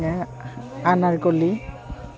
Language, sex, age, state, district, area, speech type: Assamese, female, 45-60, Assam, Goalpara, urban, spontaneous